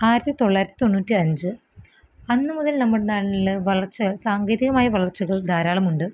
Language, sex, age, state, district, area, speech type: Malayalam, female, 18-30, Kerala, Ernakulam, rural, spontaneous